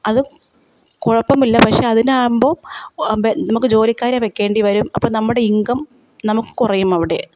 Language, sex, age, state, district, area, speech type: Malayalam, female, 30-45, Kerala, Kottayam, rural, spontaneous